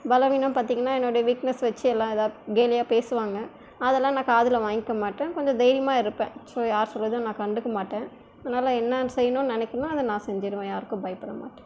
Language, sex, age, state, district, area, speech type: Tamil, female, 30-45, Tamil Nadu, Krishnagiri, rural, spontaneous